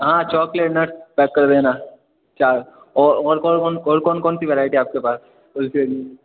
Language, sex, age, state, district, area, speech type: Hindi, male, 18-30, Rajasthan, Jodhpur, urban, conversation